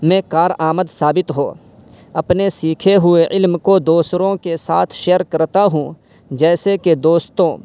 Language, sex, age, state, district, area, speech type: Urdu, male, 18-30, Uttar Pradesh, Saharanpur, urban, spontaneous